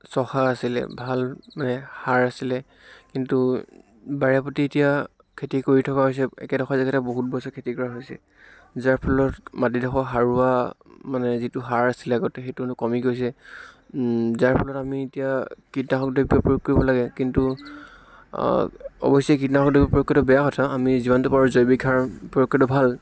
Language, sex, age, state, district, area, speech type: Assamese, male, 18-30, Assam, Dibrugarh, rural, spontaneous